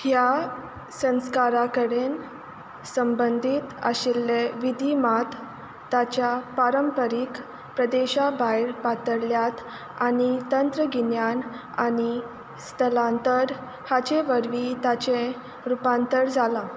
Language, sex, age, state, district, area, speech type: Goan Konkani, female, 18-30, Goa, Quepem, rural, read